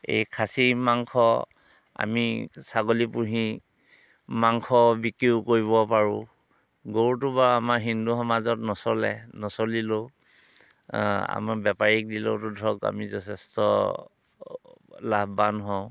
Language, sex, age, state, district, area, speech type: Assamese, male, 45-60, Assam, Dhemaji, rural, spontaneous